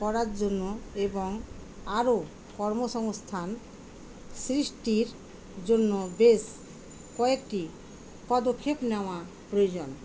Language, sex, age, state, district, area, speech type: Bengali, female, 45-60, West Bengal, Murshidabad, rural, spontaneous